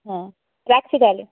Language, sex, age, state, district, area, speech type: Bengali, female, 30-45, West Bengal, North 24 Parganas, rural, conversation